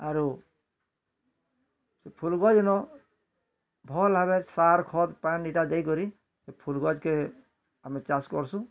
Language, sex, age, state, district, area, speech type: Odia, male, 60+, Odisha, Bargarh, urban, spontaneous